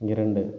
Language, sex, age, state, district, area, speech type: Tamil, male, 18-30, Tamil Nadu, Cuddalore, rural, read